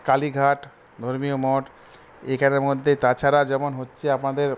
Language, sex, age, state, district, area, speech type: Bengali, male, 45-60, West Bengal, Purulia, urban, spontaneous